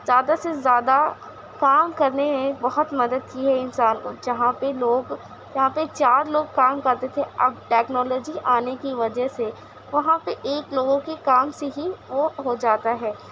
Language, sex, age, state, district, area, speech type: Urdu, female, 18-30, Uttar Pradesh, Gautam Buddha Nagar, rural, spontaneous